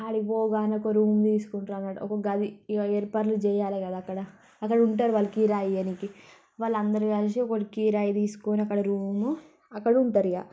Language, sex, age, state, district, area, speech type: Telugu, female, 30-45, Telangana, Ranga Reddy, urban, spontaneous